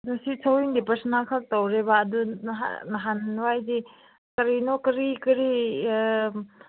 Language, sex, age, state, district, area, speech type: Manipuri, female, 18-30, Manipur, Kangpokpi, urban, conversation